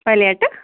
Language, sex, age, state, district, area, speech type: Kashmiri, female, 18-30, Jammu and Kashmir, Ganderbal, rural, conversation